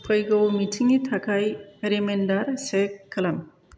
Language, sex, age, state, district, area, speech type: Bodo, female, 45-60, Assam, Chirang, rural, read